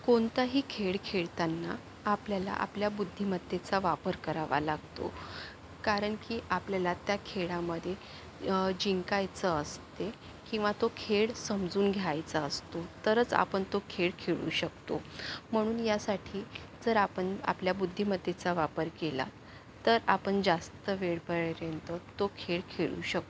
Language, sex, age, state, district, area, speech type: Marathi, female, 60+, Maharashtra, Akola, urban, spontaneous